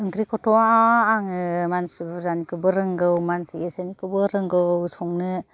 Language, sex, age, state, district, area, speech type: Bodo, female, 60+, Assam, Kokrajhar, urban, spontaneous